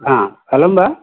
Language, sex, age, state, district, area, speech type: Sanskrit, male, 60+, Karnataka, Uttara Kannada, rural, conversation